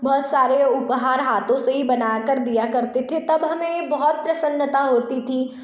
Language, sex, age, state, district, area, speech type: Hindi, female, 18-30, Madhya Pradesh, Betul, rural, spontaneous